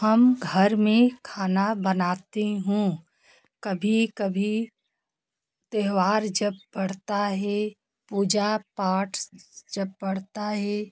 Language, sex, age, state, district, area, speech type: Hindi, female, 30-45, Uttar Pradesh, Jaunpur, rural, spontaneous